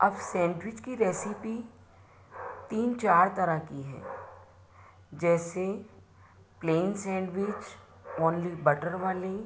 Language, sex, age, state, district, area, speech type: Hindi, female, 60+, Madhya Pradesh, Ujjain, urban, spontaneous